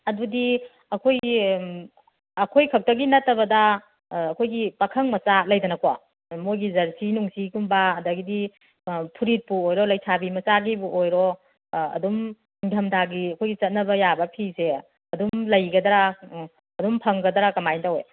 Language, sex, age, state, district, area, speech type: Manipuri, female, 45-60, Manipur, Kangpokpi, urban, conversation